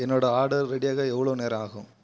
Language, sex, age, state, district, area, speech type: Tamil, male, 18-30, Tamil Nadu, Kallakurichi, rural, read